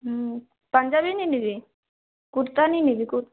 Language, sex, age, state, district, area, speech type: Bengali, female, 18-30, West Bengal, Purulia, urban, conversation